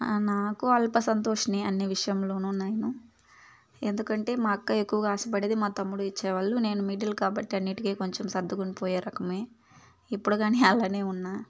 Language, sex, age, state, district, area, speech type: Telugu, female, 18-30, Andhra Pradesh, Sri Balaji, urban, spontaneous